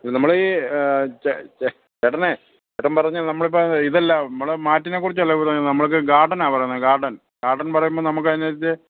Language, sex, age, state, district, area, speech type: Malayalam, male, 45-60, Kerala, Kottayam, rural, conversation